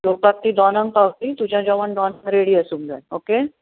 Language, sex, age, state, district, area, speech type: Goan Konkani, female, 30-45, Goa, Bardez, rural, conversation